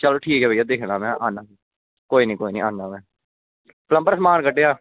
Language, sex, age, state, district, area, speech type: Dogri, male, 18-30, Jammu and Kashmir, Kathua, rural, conversation